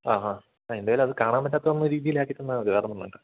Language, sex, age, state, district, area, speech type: Malayalam, male, 18-30, Kerala, Idukki, rural, conversation